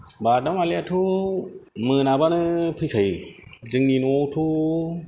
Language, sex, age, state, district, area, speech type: Bodo, male, 45-60, Assam, Kokrajhar, rural, spontaneous